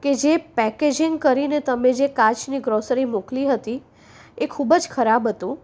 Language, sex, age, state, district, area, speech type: Gujarati, female, 30-45, Gujarat, Anand, urban, spontaneous